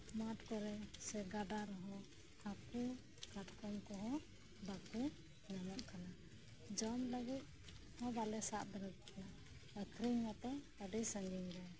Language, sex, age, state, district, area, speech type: Santali, female, 30-45, West Bengal, Birbhum, rural, spontaneous